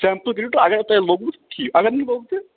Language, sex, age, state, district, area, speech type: Kashmiri, male, 45-60, Jammu and Kashmir, Srinagar, rural, conversation